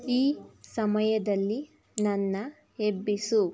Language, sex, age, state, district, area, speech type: Kannada, female, 30-45, Karnataka, Tumkur, rural, read